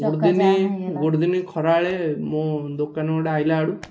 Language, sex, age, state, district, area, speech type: Odia, male, 18-30, Odisha, Ganjam, urban, spontaneous